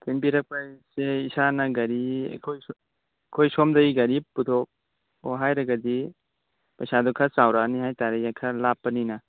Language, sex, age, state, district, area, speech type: Manipuri, male, 18-30, Manipur, Churachandpur, rural, conversation